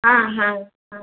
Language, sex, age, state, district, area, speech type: Odia, female, 60+, Odisha, Gajapati, rural, conversation